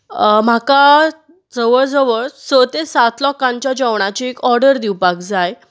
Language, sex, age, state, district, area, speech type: Goan Konkani, female, 30-45, Goa, Bardez, rural, spontaneous